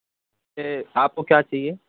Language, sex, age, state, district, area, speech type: Urdu, male, 18-30, Uttar Pradesh, Balrampur, rural, conversation